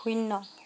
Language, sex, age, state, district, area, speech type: Assamese, female, 45-60, Assam, Jorhat, urban, read